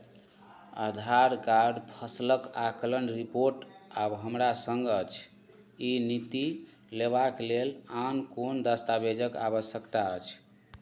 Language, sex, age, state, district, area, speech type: Maithili, male, 30-45, Bihar, Madhubani, rural, read